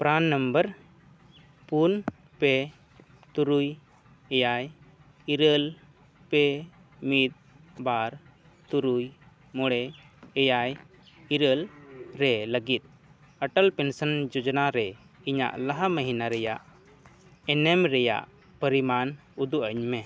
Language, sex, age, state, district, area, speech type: Santali, male, 30-45, Jharkhand, East Singhbhum, rural, read